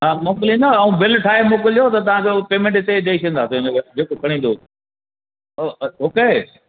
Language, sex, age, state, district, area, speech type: Sindhi, male, 60+, Madhya Pradesh, Katni, urban, conversation